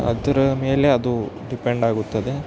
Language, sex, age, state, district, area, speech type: Kannada, male, 18-30, Karnataka, Yadgir, rural, spontaneous